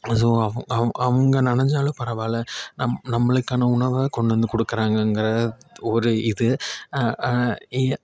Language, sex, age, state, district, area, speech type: Tamil, male, 30-45, Tamil Nadu, Tiruppur, rural, spontaneous